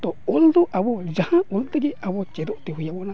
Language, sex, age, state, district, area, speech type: Santali, male, 45-60, Odisha, Mayurbhanj, rural, spontaneous